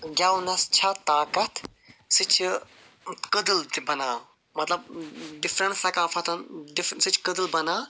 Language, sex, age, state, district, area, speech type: Kashmiri, male, 45-60, Jammu and Kashmir, Ganderbal, urban, spontaneous